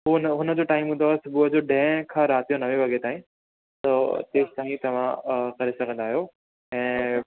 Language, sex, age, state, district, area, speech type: Sindhi, male, 18-30, Maharashtra, Thane, urban, conversation